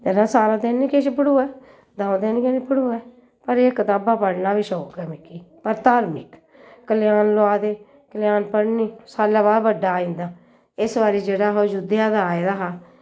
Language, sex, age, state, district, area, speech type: Dogri, female, 60+, Jammu and Kashmir, Jammu, urban, spontaneous